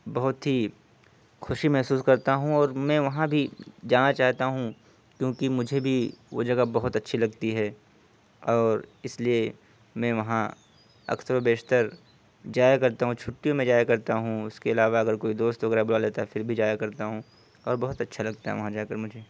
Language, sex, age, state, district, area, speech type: Urdu, male, 18-30, Uttar Pradesh, Siddharthnagar, rural, spontaneous